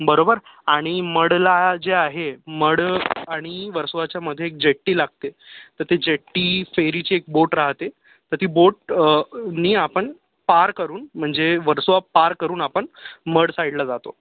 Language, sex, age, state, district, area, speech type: Marathi, male, 30-45, Maharashtra, Yavatmal, urban, conversation